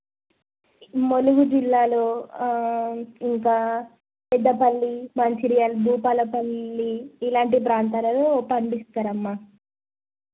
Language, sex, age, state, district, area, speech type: Telugu, female, 18-30, Telangana, Jagtial, urban, conversation